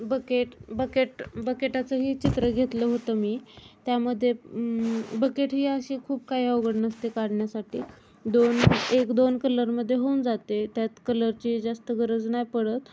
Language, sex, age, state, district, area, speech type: Marathi, female, 18-30, Maharashtra, Osmanabad, rural, spontaneous